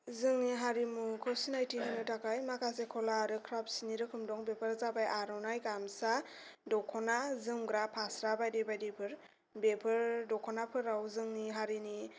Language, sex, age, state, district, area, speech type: Bodo, female, 18-30, Assam, Kokrajhar, rural, spontaneous